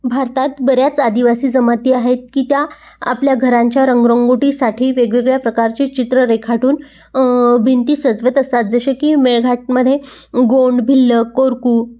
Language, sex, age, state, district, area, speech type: Marathi, female, 30-45, Maharashtra, Amravati, rural, spontaneous